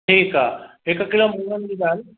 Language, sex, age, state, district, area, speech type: Sindhi, male, 30-45, Maharashtra, Mumbai Suburban, urban, conversation